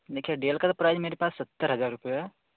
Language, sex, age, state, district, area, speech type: Hindi, male, 18-30, Uttar Pradesh, Varanasi, rural, conversation